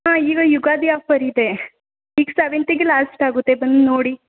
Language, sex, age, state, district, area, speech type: Kannada, female, 18-30, Karnataka, Kodagu, rural, conversation